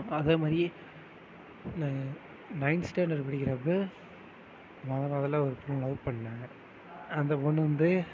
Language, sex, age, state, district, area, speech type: Tamil, male, 18-30, Tamil Nadu, Mayiladuthurai, urban, spontaneous